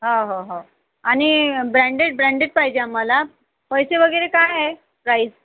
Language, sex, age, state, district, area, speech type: Marathi, female, 30-45, Maharashtra, Amravati, urban, conversation